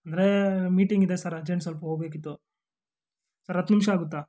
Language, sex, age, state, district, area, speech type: Kannada, male, 18-30, Karnataka, Kolar, rural, spontaneous